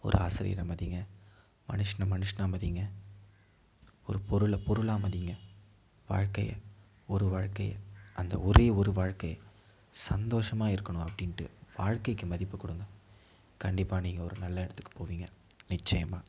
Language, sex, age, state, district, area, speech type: Tamil, male, 18-30, Tamil Nadu, Mayiladuthurai, urban, spontaneous